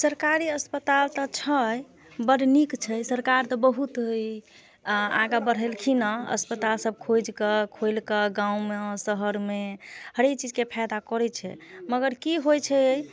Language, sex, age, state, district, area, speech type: Maithili, female, 18-30, Bihar, Muzaffarpur, rural, spontaneous